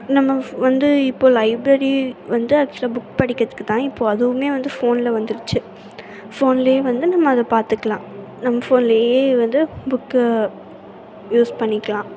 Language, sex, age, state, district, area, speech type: Tamil, female, 18-30, Tamil Nadu, Tirunelveli, rural, spontaneous